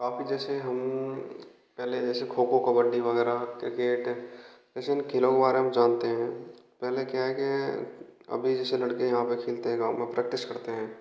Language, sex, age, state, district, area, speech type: Hindi, male, 18-30, Rajasthan, Bharatpur, rural, spontaneous